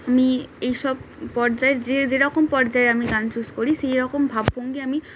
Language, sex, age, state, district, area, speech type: Bengali, female, 18-30, West Bengal, Howrah, urban, spontaneous